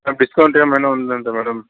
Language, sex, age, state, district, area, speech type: Telugu, female, 60+, Andhra Pradesh, Chittoor, rural, conversation